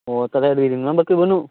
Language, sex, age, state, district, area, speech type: Santali, male, 18-30, West Bengal, Malda, rural, conversation